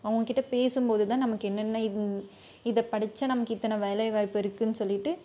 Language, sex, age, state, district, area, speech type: Tamil, female, 18-30, Tamil Nadu, Krishnagiri, rural, spontaneous